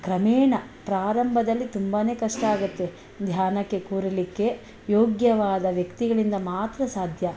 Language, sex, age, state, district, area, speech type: Kannada, female, 45-60, Karnataka, Bangalore Rural, rural, spontaneous